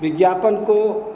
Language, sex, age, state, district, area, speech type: Hindi, male, 60+, Bihar, Begusarai, rural, spontaneous